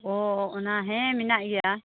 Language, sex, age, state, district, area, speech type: Santali, female, 18-30, West Bengal, Malda, rural, conversation